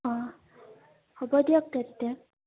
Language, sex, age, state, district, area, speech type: Assamese, female, 18-30, Assam, Udalguri, rural, conversation